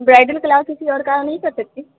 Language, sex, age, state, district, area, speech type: Hindi, female, 18-30, Uttar Pradesh, Bhadohi, rural, conversation